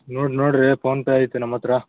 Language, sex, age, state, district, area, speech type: Kannada, male, 18-30, Karnataka, Bellary, rural, conversation